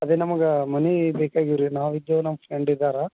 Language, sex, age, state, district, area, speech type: Kannada, male, 30-45, Karnataka, Bidar, urban, conversation